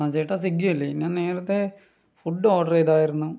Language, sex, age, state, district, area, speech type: Malayalam, male, 18-30, Kerala, Palakkad, rural, spontaneous